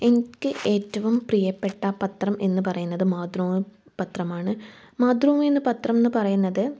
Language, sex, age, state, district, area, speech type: Malayalam, female, 18-30, Kerala, Kannur, rural, spontaneous